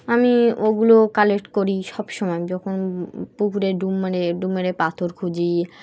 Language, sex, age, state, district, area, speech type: Bengali, female, 18-30, West Bengal, Dakshin Dinajpur, urban, spontaneous